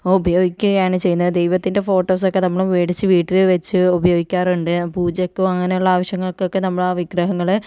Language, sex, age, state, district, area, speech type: Malayalam, female, 45-60, Kerala, Kozhikode, urban, spontaneous